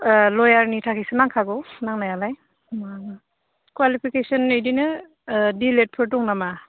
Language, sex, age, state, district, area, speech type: Bodo, female, 30-45, Assam, Udalguri, urban, conversation